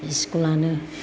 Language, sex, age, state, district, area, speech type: Bodo, female, 60+, Assam, Kokrajhar, urban, spontaneous